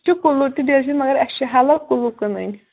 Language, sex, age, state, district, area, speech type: Kashmiri, female, 18-30, Jammu and Kashmir, Kulgam, rural, conversation